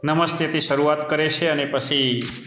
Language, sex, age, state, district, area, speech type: Gujarati, male, 45-60, Gujarat, Amreli, rural, spontaneous